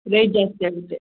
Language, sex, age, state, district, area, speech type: Kannada, female, 30-45, Karnataka, Hassan, urban, conversation